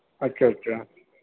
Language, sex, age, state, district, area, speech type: Urdu, male, 45-60, Uttar Pradesh, Gautam Buddha Nagar, urban, conversation